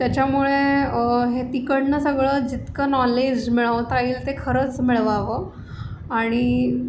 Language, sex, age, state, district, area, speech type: Marathi, female, 30-45, Maharashtra, Pune, urban, spontaneous